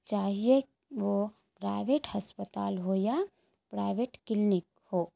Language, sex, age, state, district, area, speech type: Urdu, female, 18-30, Bihar, Saharsa, rural, spontaneous